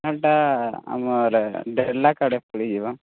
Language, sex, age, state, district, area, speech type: Odia, male, 18-30, Odisha, Subarnapur, urban, conversation